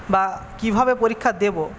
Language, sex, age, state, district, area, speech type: Bengali, male, 30-45, West Bengal, Paschim Medinipur, rural, spontaneous